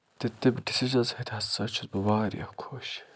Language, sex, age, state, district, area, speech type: Kashmiri, male, 30-45, Jammu and Kashmir, Budgam, rural, spontaneous